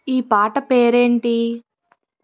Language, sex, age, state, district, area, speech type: Telugu, female, 30-45, Andhra Pradesh, Guntur, rural, read